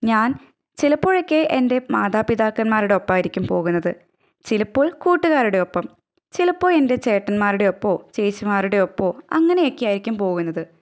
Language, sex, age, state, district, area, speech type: Malayalam, female, 18-30, Kerala, Thrissur, rural, spontaneous